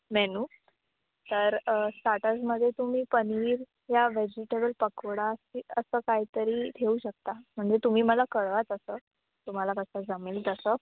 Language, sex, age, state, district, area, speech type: Marathi, female, 18-30, Maharashtra, Mumbai Suburban, urban, conversation